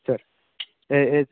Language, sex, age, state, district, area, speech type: Telugu, male, 30-45, Telangana, Hyderabad, rural, conversation